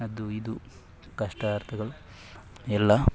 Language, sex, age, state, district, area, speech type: Kannada, male, 18-30, Karnataka, Dakshina Kannada, rural, spontaneous